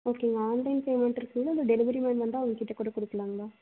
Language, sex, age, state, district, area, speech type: Tamil, female, 18-30, Tamil Nadu, Erode, rural, conversation